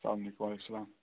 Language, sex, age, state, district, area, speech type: Kashmiri, female, 18-30, Jammu and Kashmir, Budgam, rural, conversation